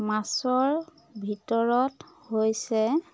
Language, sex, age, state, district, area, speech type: Assamese, female, 30-45, Assam, Biswanath, rural, spontaneous